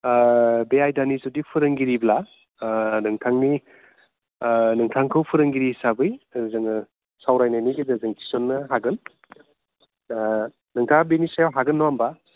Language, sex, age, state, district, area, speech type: Bodo, male, 30-45, Assam, Udalguri, urban, conversation